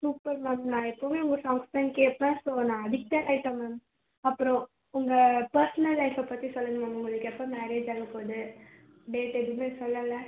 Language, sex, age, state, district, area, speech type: Tamil, male, 45-60, Tamil Nadu, Ariyalur, rural, conversation